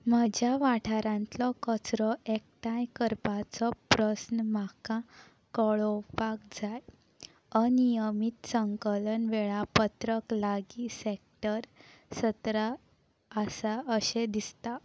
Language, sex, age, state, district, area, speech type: Goan Konkani, female, 18-30, Goa, Salcete, rural, read